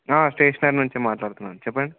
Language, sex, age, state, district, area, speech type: Telugu, male, 18-30, Telangana, Ranga Reddy, urban, conversation